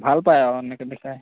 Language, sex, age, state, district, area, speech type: Assamese, male, 18-30, Assam, Majuli, urban, conversation